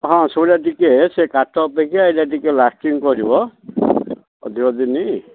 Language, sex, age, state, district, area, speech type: Odia, male, 60+, Odisha, Gajapati, rural, conversation